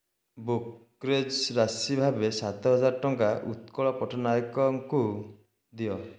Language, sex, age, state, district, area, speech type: Odia, male, 30-45, Odisha, Dhenkanal, rural, read